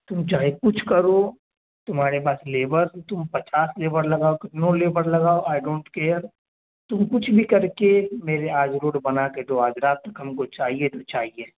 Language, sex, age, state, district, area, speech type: Urdu, male, 18-30, Bihar, Darbhanga, urban, conversation